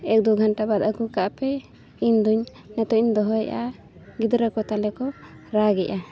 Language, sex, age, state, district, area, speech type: Santali, female, 18-30, Jharkhand, Bokaro, rural, spontaneous